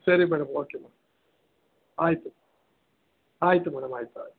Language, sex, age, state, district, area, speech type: Kannada, male, 45-60, Karnataka, Ramanagara, urban, conversation